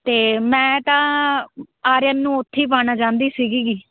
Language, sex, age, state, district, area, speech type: Punjabi, female, 18-30, Punjab, Muktsar, rural, conversation